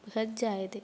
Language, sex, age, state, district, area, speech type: Sanskrit, female, 18-30, Kerala, Kannur, urban, spontaneous